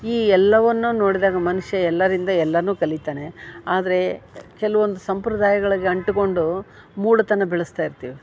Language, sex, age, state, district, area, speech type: Kannada, female, 60+, Karnataka, Gadag, rural, spontaneous